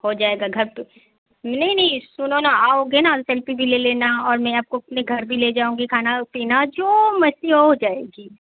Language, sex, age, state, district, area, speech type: Hindi, female, 45-60, Bihar, Darbhanga, rural, conversation